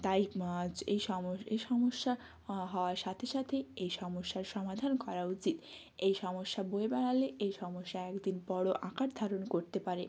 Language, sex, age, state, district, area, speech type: Bengali, female, 18-30, West Bengal, Jalpaiguri, rural, spontaneous